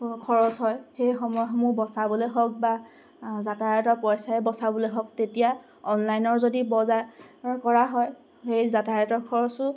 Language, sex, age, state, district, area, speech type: Assamese, female, 18-30, Assam, Golaghat, urban, spontaneous